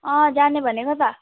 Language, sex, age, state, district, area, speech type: Nepali, female, 18-30, West Bengal, Alipurduar, urban, conversation